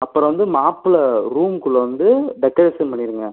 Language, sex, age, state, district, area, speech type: Tamil, male, 18-30, Tamil Nadu, Ariyalur, rural, conversation